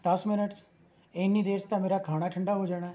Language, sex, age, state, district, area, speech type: Punjabi, male, 45-60, Punjab, Rupnagar, rural, spontaneous